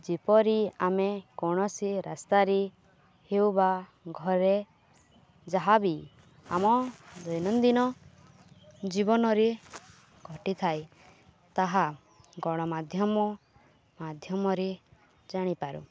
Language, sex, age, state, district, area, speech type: Odia, female, 18-30, Odisha, Balangir, urban, spontaneous